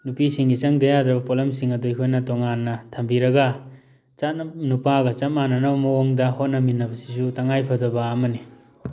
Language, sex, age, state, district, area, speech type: Manipuri, male, 30-45, Manipur, Thoubal, urban, spontaneous